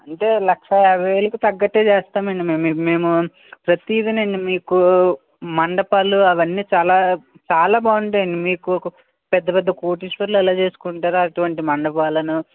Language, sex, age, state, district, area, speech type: Telugu, male, 18-30, Andhra Pradesh, West Godavari, rural, conversation